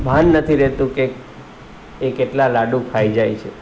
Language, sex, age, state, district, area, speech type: Gujarati, male, 45-60, Gujarat, Surat, urban, spontaneous